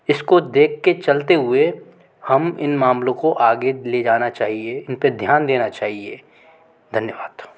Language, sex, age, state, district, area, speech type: Hindi, male, 18-30, Madhya Pradesh, Gwalior, urban, spontaneous